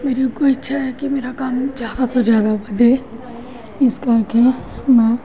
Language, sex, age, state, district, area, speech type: Punjabi, female, 45-60, Punjab, Gurdaspur, urban, spontaneous